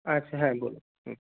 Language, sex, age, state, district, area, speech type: Bengali, male, 30-45, West Bengal, Darjeeling, urban, conversation